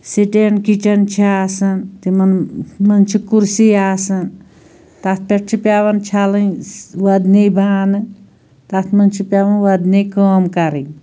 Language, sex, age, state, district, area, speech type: Kashmiri, female, 45-60, Jammu and Kashmir, Anantnag, rural, spontaneous